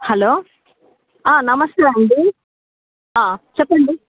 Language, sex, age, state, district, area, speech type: Telugu, female, 60+, Andhra Pradesh, Chittoor, rural, conversation